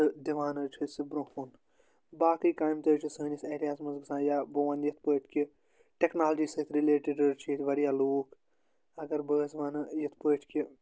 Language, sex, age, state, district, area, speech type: Kashmiri, male, 18-30, Jammu and Kashmir, Anantnag, rural, spontaneous